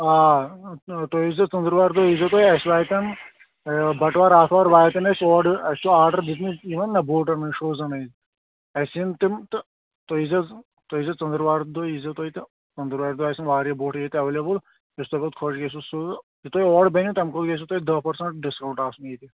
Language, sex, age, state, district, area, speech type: Kashmiri, male, 18-30, Jammu and Kashmir, Shopian, rural, conversation